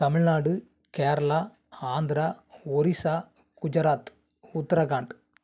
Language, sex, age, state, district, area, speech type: Tamil, male, 30-45, Tamil Nadu, Kanyakumari, urban, spontaneous